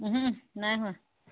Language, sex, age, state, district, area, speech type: Assamese, female, 30-45, Assam, Dibrugarh, rural, conversation